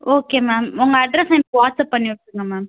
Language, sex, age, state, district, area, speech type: Tamil, female, 18-30, Tamil Nadu, Tiruchirappalli, rural, conversation